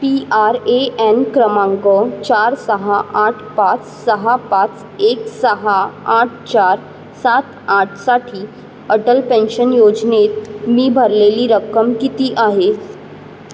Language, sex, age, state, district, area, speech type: Marathi, female, 30-45, Maharashtra, Mumbai Suburban, urban, read